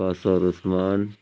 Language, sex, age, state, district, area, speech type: Urdu, male, 60+, Uttar Pradesh, Lucknow, urban, spontaneous